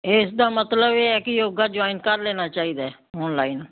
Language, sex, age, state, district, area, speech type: Punjabi, female, 60+, Punjab, Fazilka, rural, conversation